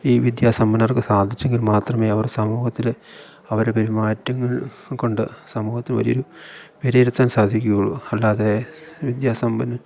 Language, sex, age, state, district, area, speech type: Malayalam, male, 30-45, Kerala, Idukki, rural, spontaneous